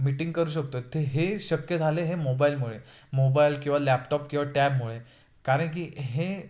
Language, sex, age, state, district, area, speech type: Marathi, male, 18-30, Maharashtra, Ratnagiri, rural, spontaneous